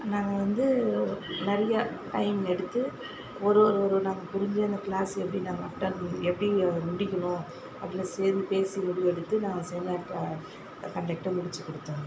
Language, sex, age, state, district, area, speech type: Tamil, female, 45-60, Tamil Nadu, Viluppuram, urban, spontaneous